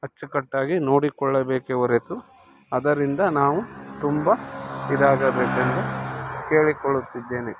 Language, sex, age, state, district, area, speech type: Kannada, male, 30-45, Karnataka, Mandya, rural, spontaneous